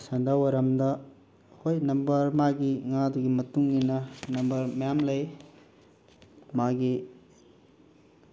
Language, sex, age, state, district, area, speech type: Manipuri, male, 45-60, Manipur, Bishnupur, rural, spontaneous